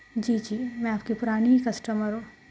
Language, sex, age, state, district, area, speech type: Urdu, female, 18-30, Telangana, Hyderabad, urban, spontaneous